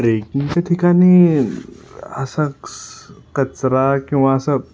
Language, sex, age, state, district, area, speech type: Marathi, male, 18-30, Maharashtra, Sangli, urban, spontaneous